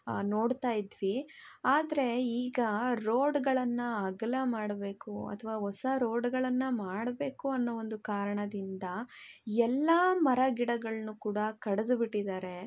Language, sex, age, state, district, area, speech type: Kannada, female, 18-30, Karnataka, Chitradurga, rural, spontaneous